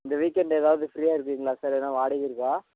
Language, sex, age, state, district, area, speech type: Tamil, male, 18-30, Tamil Nadu, Dharmapuri, rural, conversation